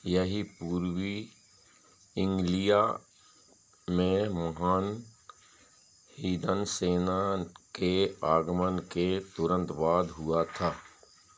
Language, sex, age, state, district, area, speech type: Hindi, male, 60+, Madhya Pradesh, Seoni, urban, read